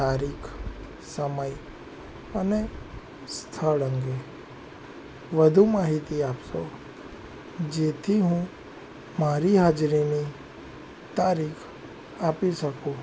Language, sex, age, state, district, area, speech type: Gujarati, male, 18-30, Gujarat, Anand, urban, spontaneous